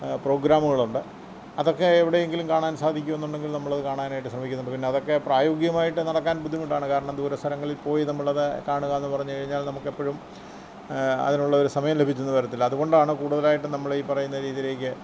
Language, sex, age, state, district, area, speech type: Malayalam, male, 60+, Kerala, Kottayam, rural, spontaneous